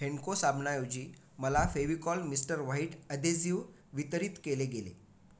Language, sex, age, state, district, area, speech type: Marathi, male, 45-60, Maharashtra, Raigad, urban, read